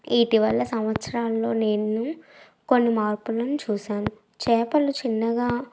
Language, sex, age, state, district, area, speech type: Telugu, female, 18-30, Andhra Pradesh, N T Rama Rao, urban, spontaneous